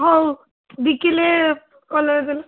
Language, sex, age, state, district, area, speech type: Odia, female, 30-45, Odisha, Puri, urban, conversation